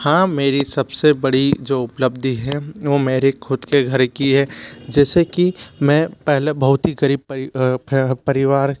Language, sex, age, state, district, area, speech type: Hindi, male, 60+, Madhya Pradesh, Bhopal, urban, spontaneous